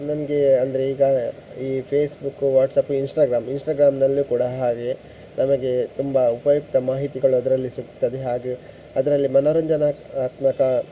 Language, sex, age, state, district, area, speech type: Kannada, male, 45-60, Karnataka, Udupi, rural, spontaneous